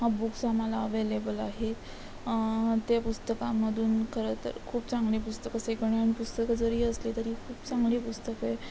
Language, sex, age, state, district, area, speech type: Marathi, female, 18-30, Maharashtra, Amravati, rural, spontaneous